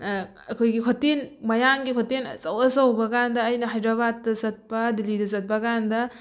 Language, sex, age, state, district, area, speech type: Manipuri, female, 18-30, Manipur, Thoubal, rural, spontaneous